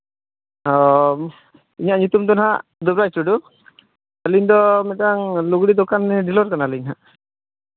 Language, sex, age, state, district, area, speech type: Santali, male, 45-60, Odisha, Mayurbhanj, rural, conversation